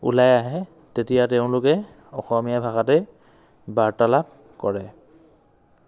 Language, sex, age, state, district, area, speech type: Assamese, male, 30-45, Assam, Dhemaji, rural, spontaneous